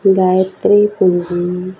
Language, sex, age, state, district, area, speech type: Odia, female, 18-30, Odisha, Nuapada, urban, spontaneous